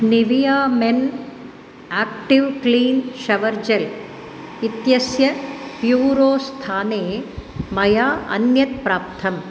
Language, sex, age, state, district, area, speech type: Sanskrit, female, 45-60, Tamil Nadu, Chennai, urban, read